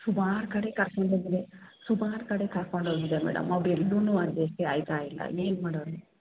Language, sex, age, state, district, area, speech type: Kannada, female, 60+, Karnataka, Mysore, urban, conversation